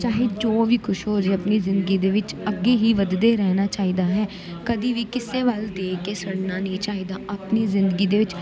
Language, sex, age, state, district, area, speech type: Punjabi, female, 18-30, Punjab, Gurdaspur, rural, spontaneous